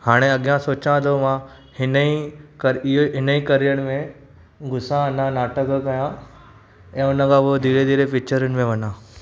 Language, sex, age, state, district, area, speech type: Sindhi, male, 18-30, Maharashtra, Thane, urban, spontaneous